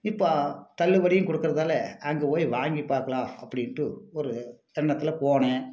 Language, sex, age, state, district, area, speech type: Tamil, male, 45-60, Tamil Nadu, Tiruppur, rural, spontaneous